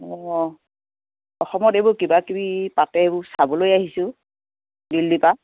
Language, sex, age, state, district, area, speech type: Assamese, female, 45-60, Assam, Dibrugarh, rural, conversation